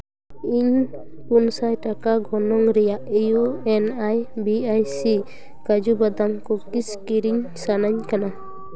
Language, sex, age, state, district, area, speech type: Santali, female, 18-30, West Bengal, Paschim Bardhaman, urban, read